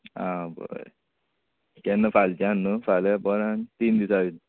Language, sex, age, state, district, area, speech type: Goan Konkani, male, 18-30, Goa, Quepem, rural, conversation